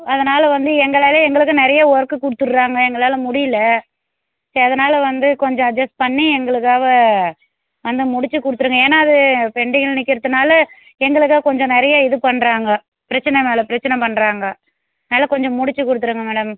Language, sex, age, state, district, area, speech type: Tamil, female, 30-45, Tamil Nadu, Tirupattur, rural, conversation